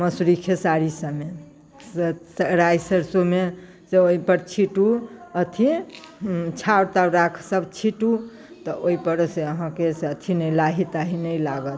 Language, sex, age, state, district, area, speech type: Maithili, female, 45-60, Bihar, Muzaffarpur, rural, spontaneous